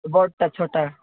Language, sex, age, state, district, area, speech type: Odia, male, 18-30, Odisha, Koraput, urban, conversation